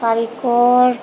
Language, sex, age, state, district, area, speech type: Bengali, female, 30-45, West Bengal, Purba Bardhaman, urban, spontaneous